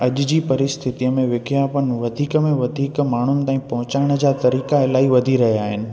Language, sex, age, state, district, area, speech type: Sindhi, male, 18-30, Gujarat, Junagadh, urban, spontaneous